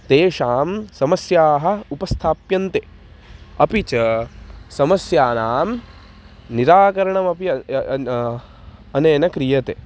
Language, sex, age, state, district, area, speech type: Sanskrit, male, 18-30, Maharashtra, Nagpur, urban, spontaneous